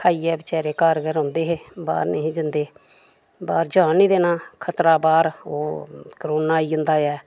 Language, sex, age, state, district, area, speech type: Dogri, female, 60+, Jammu and Kashmir, Samba, rural, spontaneous